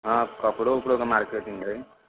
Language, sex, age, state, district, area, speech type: Maithili, male, 45-60, Bihar, Sitamarhi, rural, conversation